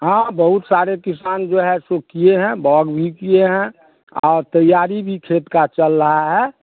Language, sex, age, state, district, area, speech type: Hindi, male, 60+, Bihar, Darbhanga, urban, conversation